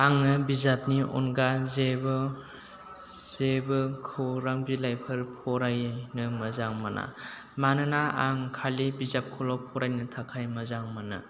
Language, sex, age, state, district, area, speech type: Bodo, male, 30-45, Assam, Chirang, rural, spontaneous